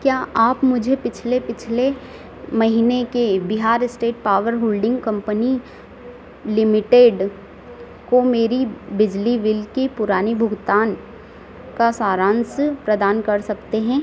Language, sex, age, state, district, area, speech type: Hindi, female, 18-30, Madhya Pradesh, Harda, urban, read